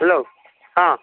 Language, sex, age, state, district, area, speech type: Odia, male, 45-60, Odisha, Angul, rural, conversation